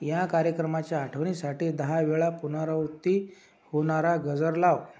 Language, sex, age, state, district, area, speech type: Marathi, male, 60+, Maharashtra, Akola, rural, read